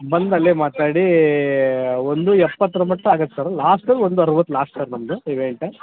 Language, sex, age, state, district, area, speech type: Kannada, male, 30-45, Karnataka, Koppal, rural, conversation